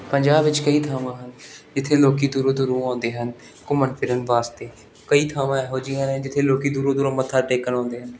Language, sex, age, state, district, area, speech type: Punjabi, male, 18-30, Punjab, Gurdaspur, urban, spontaneous